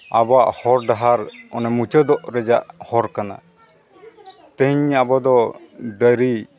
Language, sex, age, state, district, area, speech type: Santali, male, 45-60, Jharkhand, East Singhbhum, rural, spontaneous